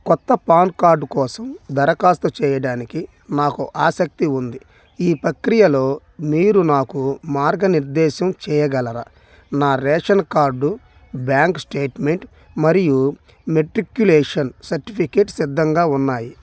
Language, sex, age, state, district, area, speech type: Telugu, male, 30-45, Andhra Pradesh, Bapatla, urban, read